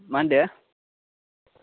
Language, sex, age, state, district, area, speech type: Bodo, male, 18-30, Assam, Baksa, rural, conversation